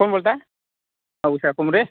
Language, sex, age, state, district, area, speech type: Marathi, male, 60+, Maharashtra, Nagpur, rural, conversation